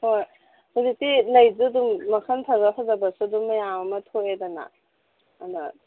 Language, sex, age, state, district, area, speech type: Manipuri, female, 18-30, Manipur, Kangpokpi, urban, conversation